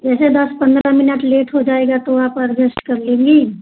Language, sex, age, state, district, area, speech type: Hindi, female, 45-60, Uttar Pradesh, Ayodhya, rural, conversation